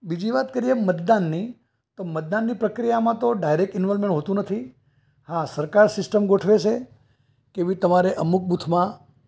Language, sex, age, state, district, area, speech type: Gujarati, male, 60+, Gujarat, Ahmedabad, urban, spontaneous